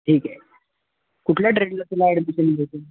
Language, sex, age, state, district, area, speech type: Marathi, male, 18-30, Maharashtra, Sangli, urban, conversation